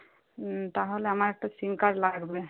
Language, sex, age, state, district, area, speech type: Bengali, female, 30-45, West Bengal, Uttar Dinajpur, urban, conversation